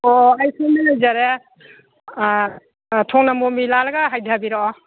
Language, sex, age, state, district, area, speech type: Manipuri, female, 60+, Manipur, Imphal East, rural, conversation